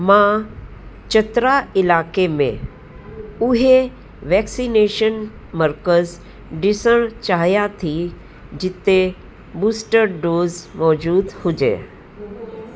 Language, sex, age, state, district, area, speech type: Sindhi, female, 60+, Uttar Pradesh, Lucknow, rural, read